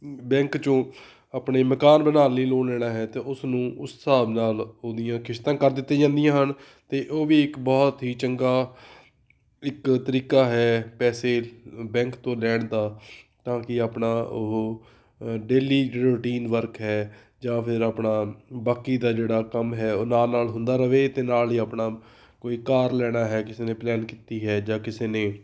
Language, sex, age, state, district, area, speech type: Punjabi, male, 30-45, Punjab, Fatehgarh Sahib, urban, spontaneous